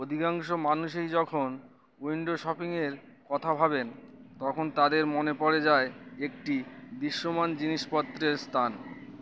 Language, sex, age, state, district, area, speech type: Bengali, male, 30-45, West Bengal, Uttar Dinajpur, urban, read